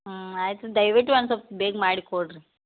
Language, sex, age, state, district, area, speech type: Kannada, female, 60+, Karnataka, Belgaum, rural, conversation